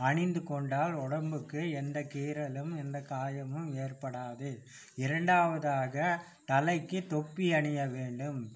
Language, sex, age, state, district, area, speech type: Tamil, male, 60+, Tamil Nadu, Coimbatore, urban, spontaneous